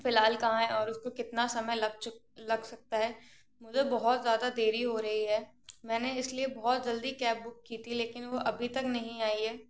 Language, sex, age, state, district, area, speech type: Hindi, female, 18-30, Madhya Pradesh, Gwalior, rural, spontaneous